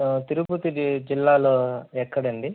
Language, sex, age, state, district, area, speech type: Telugu, male, 30-45, Andhra Pradesh, Sri Balaji, urban, conversation